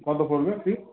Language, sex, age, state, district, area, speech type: Bengali, male, 18-30, West Bengal, Murshidabad, urban, conversation